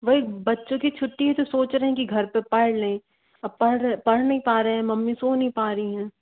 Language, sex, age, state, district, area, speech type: Hindi, female, 18-30, Madhya Pradesh, Bhopal, urban, conversation